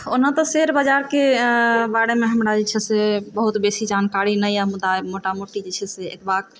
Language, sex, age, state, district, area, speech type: Maithili, female, 30-45, Bihar, Supaul, urban, spontaneous